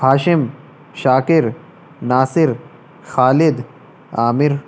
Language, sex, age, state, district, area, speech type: Urdu, male, 18-30, Uttar Pradesh, Shahjahanpur, urban, spontaneous